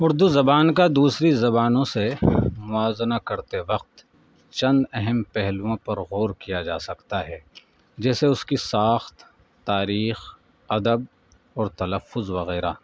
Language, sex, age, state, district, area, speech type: Urdu, male, 30-45, Uttar Pradesh, Saharanpur, urban, spontaneous